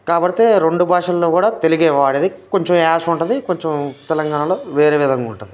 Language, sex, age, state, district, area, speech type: Telugu, male, 30-45, Telangana, Khammam, rural, spontaneous